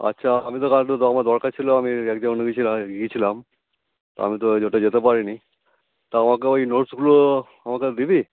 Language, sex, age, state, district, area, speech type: Bengali, male, 45-60, West Bengal, Howrah, urban, conversation